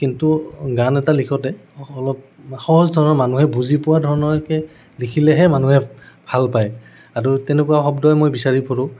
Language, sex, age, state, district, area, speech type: Assamese, male, 18-30, Assam, Goalpara, urban, spontaneous